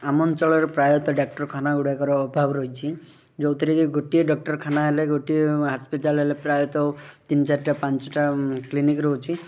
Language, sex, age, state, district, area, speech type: Odia, male, 18-30, Odisha, Rayagada, rural, spontaneous